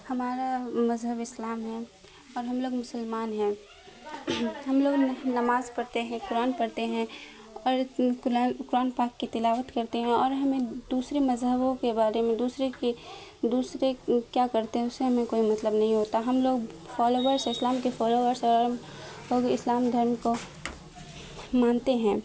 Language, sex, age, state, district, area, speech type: Urdu, female, 18-30, Bihar, Khagaria, rural, spontaneous